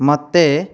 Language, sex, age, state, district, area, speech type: Odia, male, 30-45, Odisha, Nayagarh, rural, spontaneous